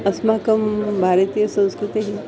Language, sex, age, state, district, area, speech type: Sanskrit, female, 60+, Maharashtra, Nagpur, urban, spontaneous